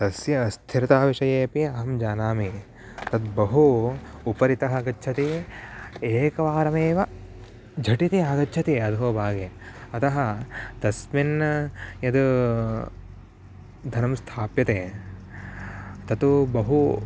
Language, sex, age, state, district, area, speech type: Sanskrit, male, 18-30, Karnataka, Uttara Kannada, rural, spontaneous